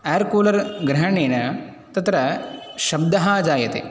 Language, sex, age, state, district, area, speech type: Sanskrit, male, 18-30, Tamil Nadu, Chennai, urban, spontaneous